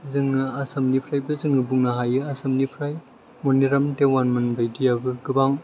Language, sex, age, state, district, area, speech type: Bodo, male, 18-30, Assam, Chirang, urban, spontaneous